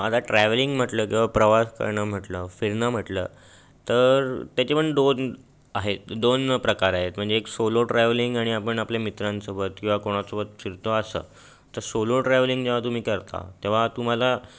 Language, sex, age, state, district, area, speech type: Marathi, male, 18-30, Maharashtra, Raigad, urban, spontaneous